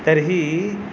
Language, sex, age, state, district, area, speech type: Sanskrit, male, 30-45, West Bengal, North 24 Parganas, urban, spontaneous